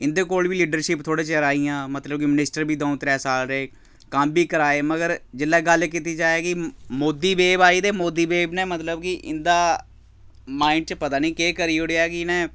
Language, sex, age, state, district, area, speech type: Dogri, male, 30-45, Jammu and Kashmir, Samba, rural, spontaneous